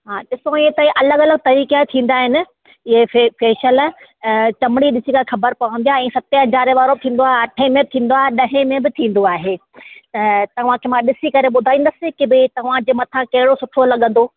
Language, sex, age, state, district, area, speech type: Sindhi, female, 30-45, Rajasthan, Ajmer, urban, conversation